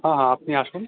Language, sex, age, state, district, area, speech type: Bengali, male, 18-30, West Bengal, Jalpaiguri, rural, conversation